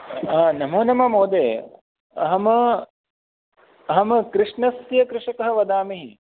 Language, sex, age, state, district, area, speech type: Sanskrit, male, 18-30, Rajasthan, Jodhpur, rural, conversation